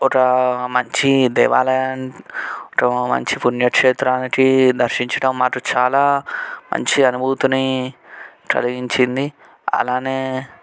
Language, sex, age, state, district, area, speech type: Telugu, male, 18-30, Telangana, Medchal, urban, spontaneous